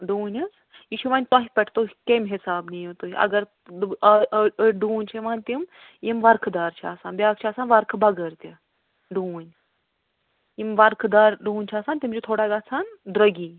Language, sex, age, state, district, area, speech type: Kashmiri, female, 60+, Jammu and Kashmir, Ganderbal, rural, conversation